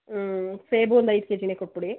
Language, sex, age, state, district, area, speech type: Kannada, female, 45-60, Karnataka, Mandya, rural, conversation